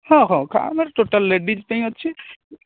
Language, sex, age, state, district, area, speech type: Odia, male, 30-45, Odisha, Nayagarh, rural, conversation